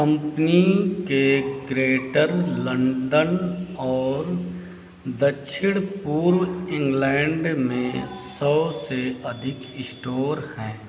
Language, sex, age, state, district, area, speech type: Hindi, male, 45-60, Uttar Pradesh, Hardoi, rural, read